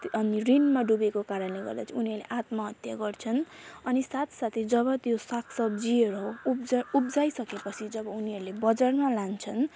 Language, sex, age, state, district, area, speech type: Nepali, female, 18-30, West Bengal, Alipurduar, rural, spontaneous